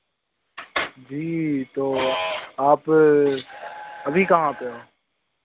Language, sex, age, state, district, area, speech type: Hindi, male, 18-30, Madhya Pradesh, Hoshangabad, rural, conversation